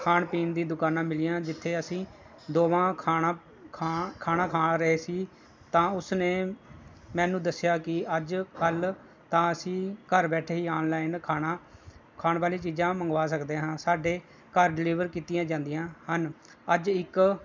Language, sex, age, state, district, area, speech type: Punjabi, male, 30-45, Punjab, Pathankot, rural, spontaneous